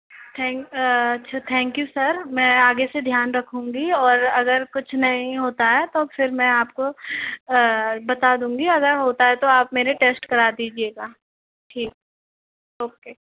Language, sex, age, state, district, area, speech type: Hindi, female, 18-30, Madhya Pradesh, Jabalpur, urban, conversation